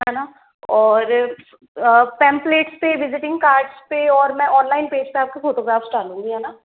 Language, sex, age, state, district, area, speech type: Hindi, female, 18-30, Rajasthan, Jaipur, urban, conversation